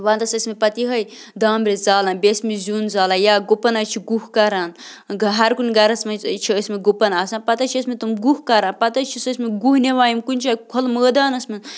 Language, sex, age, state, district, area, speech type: Kashmiri, female, 30-45, Jammu and Kashmir, Bandipora, rural, spontaneous